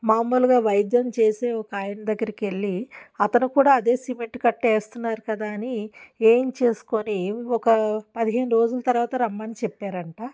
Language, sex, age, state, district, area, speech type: Telugu, female, 45-60, Andhra Pradesh, Alluri Sitarama Raju, rural, spontaneous